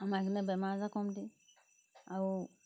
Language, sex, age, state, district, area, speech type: Assamese, female, 60+, Assam, Golaghat, rural, spontaneous